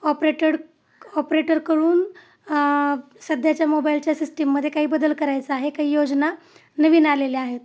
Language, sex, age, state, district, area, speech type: Marathi, female, 30-45, Maharashtra, Osmanabad, rural, spontaneous